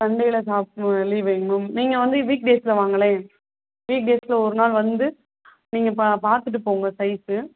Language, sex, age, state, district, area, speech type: Tamil, female, 30-45, Tamil Nadu, Madurai, rural, conversation